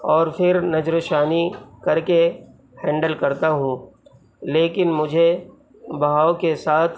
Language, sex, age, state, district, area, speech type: Urdu, male, 45-60, Uttar Pradesh, Gautam Buddha Nagar, rural, spontaneous